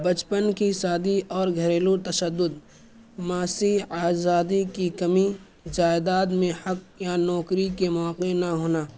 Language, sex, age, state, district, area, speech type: Urdu, male, 18-30, Uttar Pradesh, Balrampur, rural, spontaneous